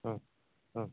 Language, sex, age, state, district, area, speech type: Kannada, male, 45-60, Karnataka, Raichur, rural, conversation